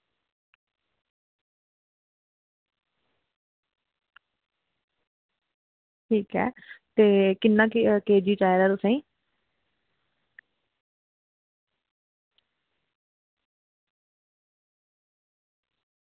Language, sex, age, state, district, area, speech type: Dogri, female, 18-30, Jammu and Kashmir, Reasi, urban, conversation